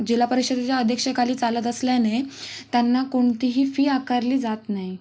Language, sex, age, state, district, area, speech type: Marathi, female, 18-30, Maharashtra, Sindhudurg, rural, spontaneous